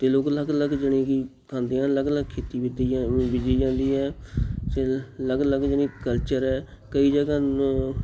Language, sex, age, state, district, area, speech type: Punjabi, male, 30-45, Punjab, Shaheed Bhagat Singh Nagar, urban, spontaneous